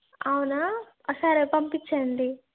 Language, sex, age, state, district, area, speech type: Telugu, female, 30-45, Andhra Pradesh, Chittoor, urban, conversation